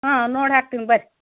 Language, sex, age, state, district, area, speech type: Kannada, female, 45-60, Karnataka, Gadag, rural, conversation